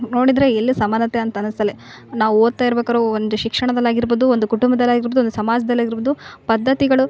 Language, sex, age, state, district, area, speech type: Kannada, female, 18-30, Karnataka, Vijayanagara, rural, spontaneous